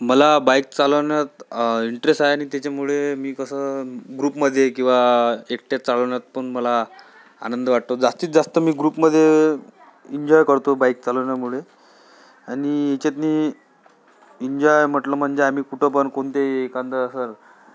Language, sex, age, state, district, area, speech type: Marathi, male, 18-30, Maharashtra, Amravati, urban, spontaneous